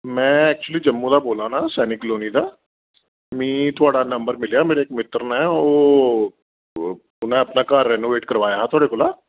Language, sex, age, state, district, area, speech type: Dogri, male, 30-45, Jammu and Kashmir, Reasi, urban, conversation